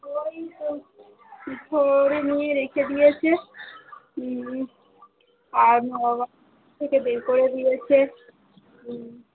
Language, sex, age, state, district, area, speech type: Bengali, female, 45-60, West Bengal, Darjeeling, urban, conversation